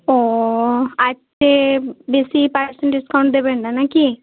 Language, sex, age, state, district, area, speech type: Bengali, female, 18-30, West Bengal, Bankura, rural, conversation